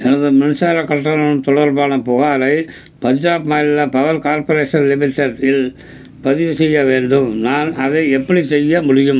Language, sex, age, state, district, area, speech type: Tamil, male, 60+, Tamil Nadu, Tiruchirappalli, rural, read